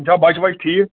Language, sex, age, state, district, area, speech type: Kashmiri, male, 30-45, Jammu and Kashmir, Bandipora, rural, conversation